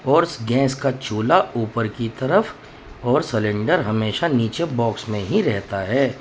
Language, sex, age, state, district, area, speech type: Urdu, male, 30-45, Uttar Pradesh, Muzaffarnagar, urban, spontaneous